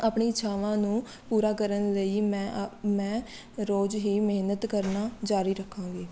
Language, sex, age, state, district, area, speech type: Punjabi, female, 18-30, Punjab, Mohali, rural, spontaneous